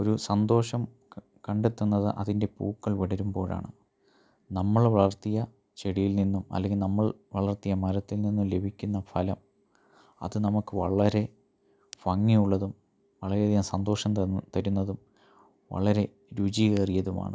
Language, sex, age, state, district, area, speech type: Malayalam, male, 30-45, Kerala, Pathanamthitta, rural, spontaneous